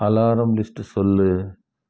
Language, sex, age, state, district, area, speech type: Tamil, male, 60+, Tamil Nadu, Krishnagiri, rural, read